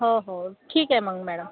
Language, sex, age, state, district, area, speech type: Marathi, female, 60+, Maharashtra, Yavatmal, rural, conversation